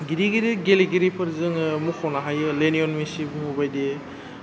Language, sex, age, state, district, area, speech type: Bodo, male, 18-30, Assam, Udalguri, urban, spontaneous